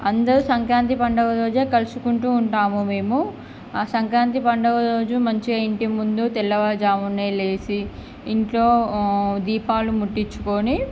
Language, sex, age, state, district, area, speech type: Telugu, female, 18-30, Andhra Pradesh, Srikakulam, urban, spontaneous